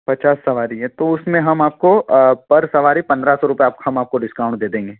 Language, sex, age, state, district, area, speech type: Hindi, male, 18-30, Madhya Pradesh, Ujjain, rural, conversation